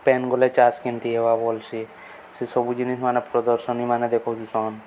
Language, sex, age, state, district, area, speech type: Odia, male, 18-30, Odisha, Balangir, urban, spontaneous